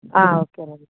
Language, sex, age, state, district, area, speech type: Telugu, female, 45-60, Andhra Pradesh, Visakhapatnam, urban, conversation